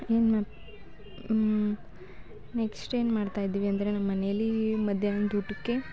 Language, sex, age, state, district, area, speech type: Kannada, female, 18-30, Karnataka, Mandya, rural, spontaneous